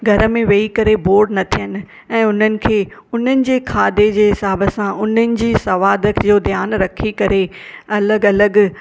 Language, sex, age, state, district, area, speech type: Sindhi, female, 45-60, Maharashtra, Mumbai Suburban, urban, spontaneous